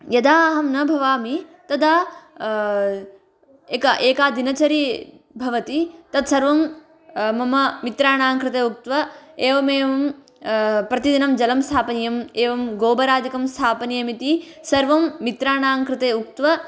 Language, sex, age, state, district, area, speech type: Sanskrit, female, 18-30, Karnataka, Bagalkot, urban, spontaneous